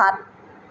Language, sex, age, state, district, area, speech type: Assamese, female, 45-60, Assam, Tinsukia, rural, read